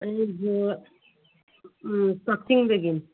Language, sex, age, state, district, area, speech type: Manipuri, female, 45-60, Manipur, Kangpokpi, urban, conversation